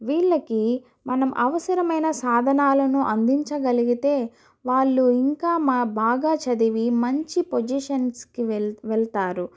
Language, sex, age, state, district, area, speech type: Telugu, female, 30-45, Andhra Pradesh, Chittoor, urban, spontaneous